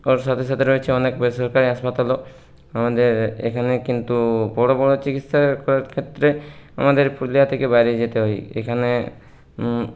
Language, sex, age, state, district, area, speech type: Bengali, male, 30-45, West Bengal, Purulia, urban, spontaneous